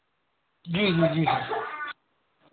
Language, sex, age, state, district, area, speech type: Hindi, male, 30-45, Uttar Pradesh, Hardoi, rural, conversation